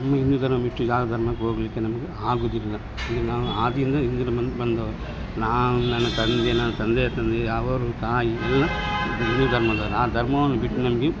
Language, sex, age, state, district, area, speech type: Kannada, male, 60+, Karnataka, Dakshina Kannada, rural, spontaneous